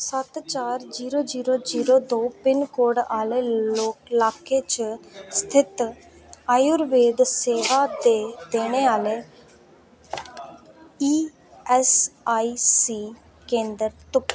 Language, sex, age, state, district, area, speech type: Dogri, female, 18-30, Jammu and Kashmir, Reasi, rural, read